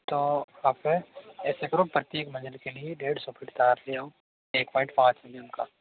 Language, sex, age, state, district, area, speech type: Hindi, male, 45-60, Rajasthan, Jodhpur, urban, conversation